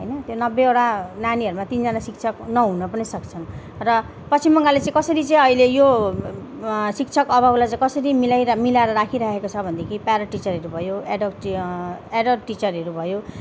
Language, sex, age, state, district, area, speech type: Nepali, female, 30-45, West Bengal, Jalpaiguri, urban, spontaneous